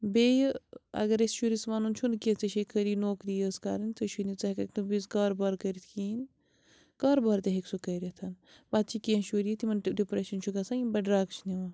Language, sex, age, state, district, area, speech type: Kashmiri, female, 30-45, Jammu and Kashmir, Bandipora, rural, spontaneous